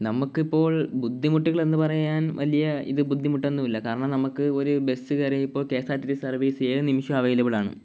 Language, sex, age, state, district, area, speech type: Malayalam, male, 18-30, Kerala, Kollam, rural, spontaneous